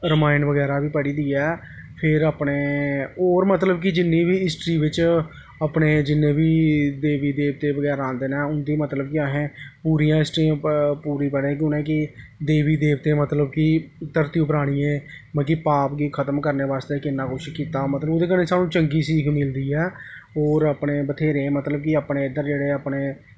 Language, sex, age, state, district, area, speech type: Dogri, male, 30-45, Jammu and Kashmir, Jammu, rural, spontaneous